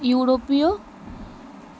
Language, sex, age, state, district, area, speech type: Bengali, female, 30-45, West Bengal, Kolkata, urban, spontaneous